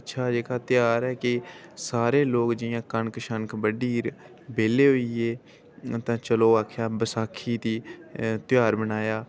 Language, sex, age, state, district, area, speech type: Dogri, male, 18-30, Jammu and Kashmir, Udhampur, rural, spontaneous